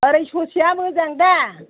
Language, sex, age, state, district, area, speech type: Bodo, female, 60+, Assam, Chirang, rural, conversation